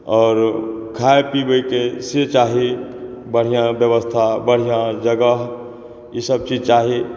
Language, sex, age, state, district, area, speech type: Maithili, male, 30-45, Bihar, Supaul, rural, spontaneous